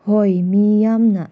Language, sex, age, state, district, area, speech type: Manipuri, female, 18-30, Manipur, Senapati, rural, spontaneous